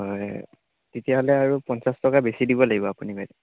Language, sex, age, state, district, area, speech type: Assamese, male, 18-30, Assam, Lakhimpur, rural, conversation